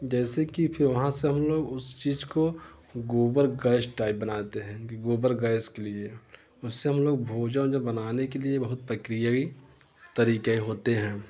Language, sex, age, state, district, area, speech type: Hindi, male, 30-45, Uttar Pradesh, Prayagraj, rural, spontaneous